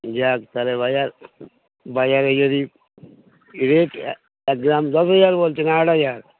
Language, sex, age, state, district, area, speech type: Bengali, male, 60+, West Bengal, Hooghly, rural, conversation